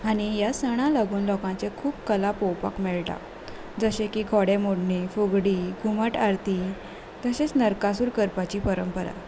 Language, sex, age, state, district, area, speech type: Goan Konkani, female, 18-30, Goa, Salcete, urban, spontaneous